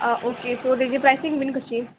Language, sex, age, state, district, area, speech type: Goan Konkani, female, 18-30, Goa, Murmgao, urban, conversation